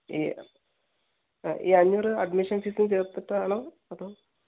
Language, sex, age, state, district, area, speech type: Malayalam, male, 60+, Kerala, Palakkad, rural, conversation